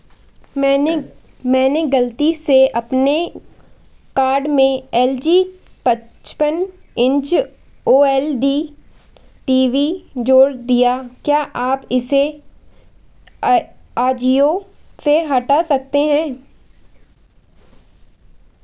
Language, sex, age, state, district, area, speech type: Hindi, female, 18-30, Madhya Pradesh, Seoni, urban, read